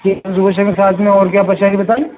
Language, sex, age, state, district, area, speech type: Urdu, male, 60+, Uttar Pradesh, Rampur, urban, conversation